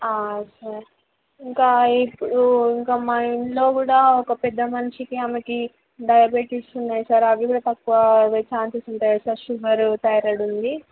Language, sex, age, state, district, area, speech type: Telugu, female, 18-30, Telangana, Peddapalli, rural, conversation